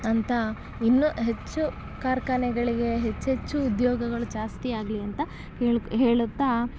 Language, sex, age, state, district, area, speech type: Kannada, female, 18-30, Karnataka, Mysore, urban, spontaneous